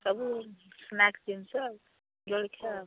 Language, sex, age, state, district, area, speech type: Odia, female, 60+, Odisha, Gajapati, rural, conversation